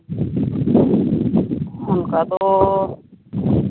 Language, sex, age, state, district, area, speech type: Santali, male, 30-45, Jharkhand, Seraikela Kharsawan, rural, conversation